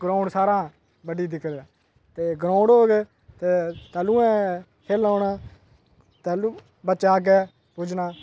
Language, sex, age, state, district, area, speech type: Dogri, male, 30-45, Jammu and Kashmir, Udhampur, urban, spontaneous